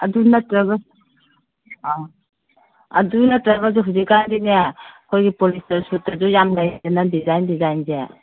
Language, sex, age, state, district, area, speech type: Manipuri, female, 60+, Manipur, Kangpokpi, urban, conversation